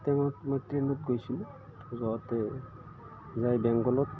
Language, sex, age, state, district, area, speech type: Assamese, male, 60+, Assam, Udalguri, rural, spontaneous